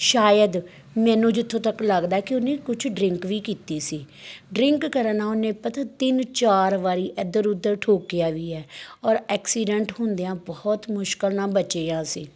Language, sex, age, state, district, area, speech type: Punjabi, female, 45-60, Punjab, Amritsar, urban, spontaneous